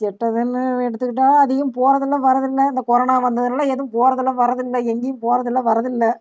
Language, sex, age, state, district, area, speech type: Tamil, female, 45-60, Tamil Nadu, Namakkal, rural, spontaneous